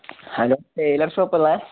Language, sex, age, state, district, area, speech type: Malayalam, male, 18-30, Kerala, Wayanad, rural, conversation